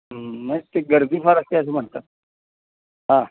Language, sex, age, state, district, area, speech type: Marathi, male, 60+, Maharashtra, Kolhapur, urban, conversation